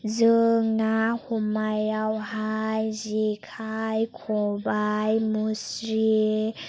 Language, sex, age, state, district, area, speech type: Bodo, female, 30-45, Assam, Chirang, rural, spontaneous